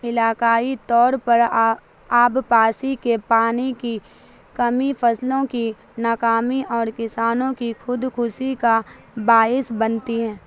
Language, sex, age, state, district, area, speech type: Urdu, female, 45-60, Bihar, Supaul, rural, read